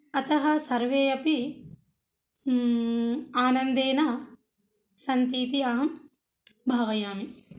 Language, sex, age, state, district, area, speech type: Sanskrit, female, 30-45, Telangana, Ranga Reddy, urban, spontaneous